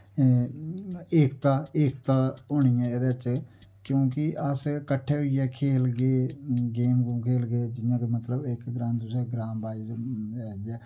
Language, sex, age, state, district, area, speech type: Dogri, male, 30-45, Jammu and Kashmir, Udhampur, rural, spontaneous